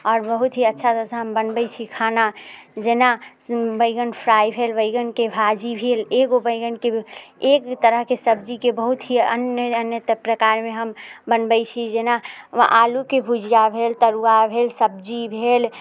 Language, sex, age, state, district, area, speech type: Maithili, female, 18-30, Bihar, Muzaffarpur, rural, spontaneous